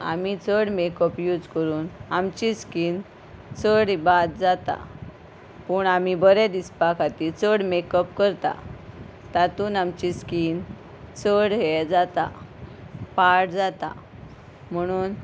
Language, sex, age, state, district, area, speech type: Goan Konkani, female, 30-45, Goa, Ponda, rural, spontaneous